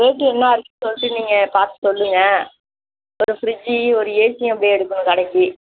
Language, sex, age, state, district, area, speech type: Tamil, female, 60+, Tamil Nadu, Virudhunagar, rural, conversation